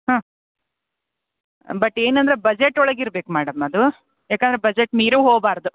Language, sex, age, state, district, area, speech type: Kannada, female, 30-45, Karnataka, Dharwad, rural, conversation